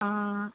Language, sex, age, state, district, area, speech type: Tamil, female, 18-30, Tamil Nadu, Tiruvarur, rural, conversation